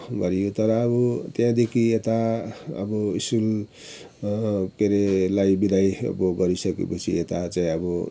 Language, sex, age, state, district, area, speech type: Nepali, male, 60+, West Bengal, Kalimpong, rural, spontaneous